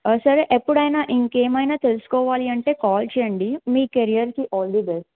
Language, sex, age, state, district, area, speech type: Telugu, female, 18-30, Telangana, Bhadradri Kothagudem, urban, conversation